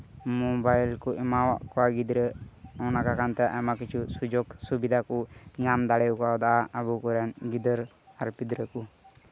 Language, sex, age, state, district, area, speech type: Santali, male, 18-30, West Bengal, Malda, rural, spontaneous